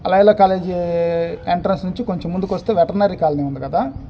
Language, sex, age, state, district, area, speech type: Telugu, male, 30-45, Andhra Pradesh, Bapatla, urban, spontaneous